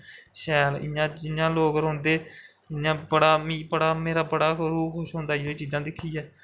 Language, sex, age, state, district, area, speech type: Dogri, male, 18-30, Jammu and Kashmir, Kathua, rural, spontaneous